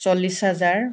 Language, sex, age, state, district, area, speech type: Assamese, female, 60+, Assam, Dibrugarh, rural, spontaneous